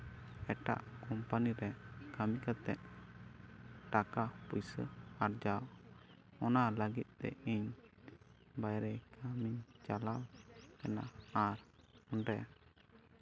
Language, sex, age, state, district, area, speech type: Santali, male, 18-30, West Bengal, Jhargram, rural, spontaneous